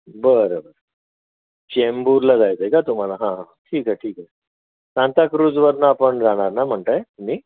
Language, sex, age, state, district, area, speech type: Marathi, male, 60+, Maharashtra, Mumbai Suburban, urban, conversation